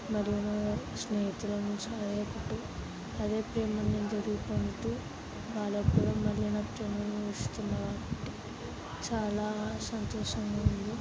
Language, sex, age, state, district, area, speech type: Telugu, female, 18-30, Telangana, Sangareddy, urban, spontaneous